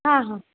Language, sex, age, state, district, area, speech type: Marathi, female, 30-45, Maharashtra, Kolhapur, rural, conversation